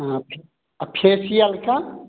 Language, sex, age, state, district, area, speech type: Hindi, male, 45-60, Bihar, Samastipur, rural, conversation